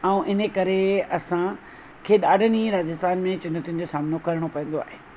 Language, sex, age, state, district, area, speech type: Sindhi, female, 45-60, Rajasthan, Ajmer, urban, spontaneous